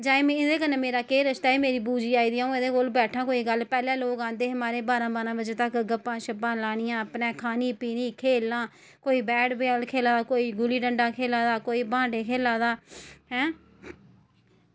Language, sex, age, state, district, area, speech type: Dogri, female, 30-45, Jammu and Kashmir, Samba, rural, spontaneous